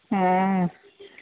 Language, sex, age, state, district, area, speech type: Sindhi, female, 60+, Gujarat, Surat, urban, conversation